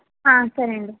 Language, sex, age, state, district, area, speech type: Telugu, female, 18-30, Telangana, Mancherial, rural, conversation